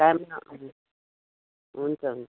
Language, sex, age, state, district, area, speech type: Nepali, female, 45-60, West Bengal, Darjeeling, rural, conversation